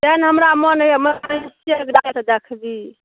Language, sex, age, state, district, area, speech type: Maithili, female, 30-45, Bihar, Saharsa, rural, conversation